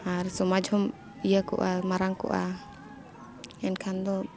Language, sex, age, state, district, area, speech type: Santali, female, 18-30, Jharkhand, Bokaro, rural, spontaneous